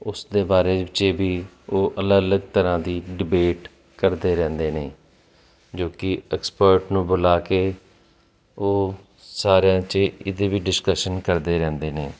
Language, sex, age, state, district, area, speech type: Punjabi, male, 30-45, Punjab, Jalandhar, urban, spontaneous